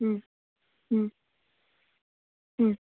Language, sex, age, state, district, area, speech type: Sanskrit, female, 18-30, Tamil Nadu, Tiruchirappalli, urban, conversation